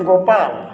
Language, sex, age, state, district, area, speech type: Odia, male, 60+, Odisha, Balangir, urban, spontaneous